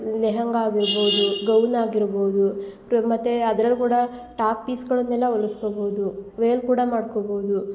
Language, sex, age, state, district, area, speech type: Kannada, female, 18-30, Karnataka, Hassan, rural, spontaneous